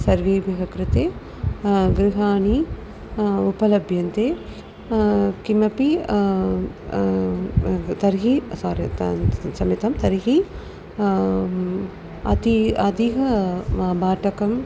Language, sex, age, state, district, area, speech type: Sanskrit, female, 45-60, Tamil Nadu, Tiruchirappalli, urban, spontaneous